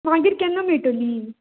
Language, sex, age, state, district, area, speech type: Goan Konkani, female, 18-30, Goa, Ponda, rural, conversation